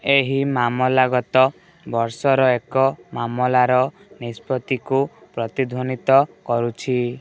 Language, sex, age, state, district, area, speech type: Odia, male, 18-30, Odisha, Balasore, rural, read